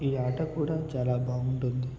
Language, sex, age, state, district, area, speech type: Telugu, male, 18-30, Telangana, Nalgonda, urban, spontaneous